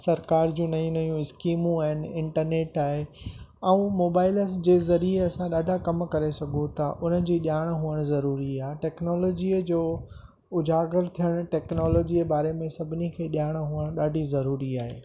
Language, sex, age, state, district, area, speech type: Sindhi, male, 45-60, Rajasthan, Ajmer, rural, spontaneous